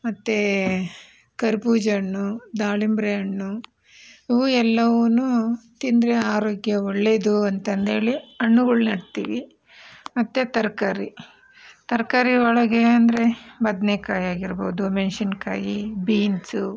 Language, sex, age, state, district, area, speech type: Kannada, female, 45-60, Karnataka, Chitradurga, rural, spontaneous